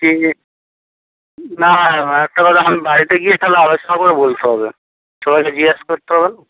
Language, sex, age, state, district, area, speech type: Bengali, male, 45-60, West Bengal, Jhargram, rural, conversation